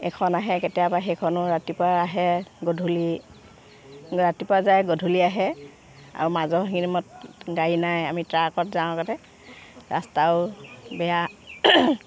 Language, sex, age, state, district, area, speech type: Assamese, female, 45-60, Assam, Sivasagar, rural, spontaneous